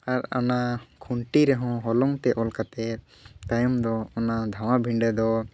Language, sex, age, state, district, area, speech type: Santali, male, 18-30, Jharkhand, Seraikela Kharsawan, rural, spontaneous